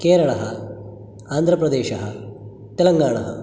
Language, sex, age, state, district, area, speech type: Sanskrit, male, 30-45, Karnataka, Udupi, urban, spontaneous